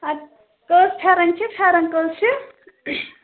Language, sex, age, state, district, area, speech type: Kashmiri, female, 30-45, Jammu and Kashmir, Pulwama, urban, conversation